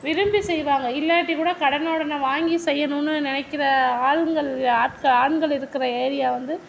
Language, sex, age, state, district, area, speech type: Tamil, female, 60+, Tamil Nadu, Tiruvarur, urban, spontaneous